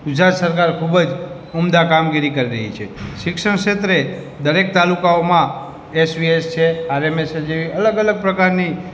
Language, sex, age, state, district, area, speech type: Gujarati, male, 18-30, Gujarat, Morbi, urban, spontaneous